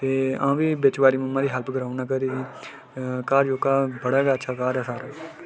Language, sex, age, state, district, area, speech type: Dogri, male, 18-30, Jammu and Kashmir, Udhampur, rural, spontaneous